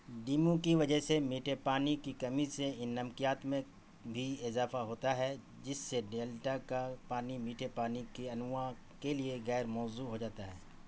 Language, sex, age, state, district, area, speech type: Urdu, male, 45-60, Bihar, Saharsa, rural, read